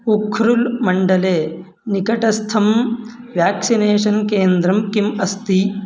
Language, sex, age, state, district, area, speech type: Sanskrit, male, 18-30, Karnataka, Mandya, rural, read